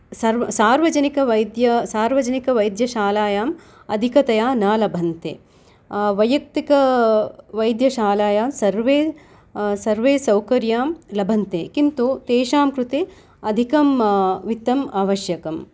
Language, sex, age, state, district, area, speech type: Sanskrit, female, 45-60, Telangana, Hyderabad, urban, spontaneous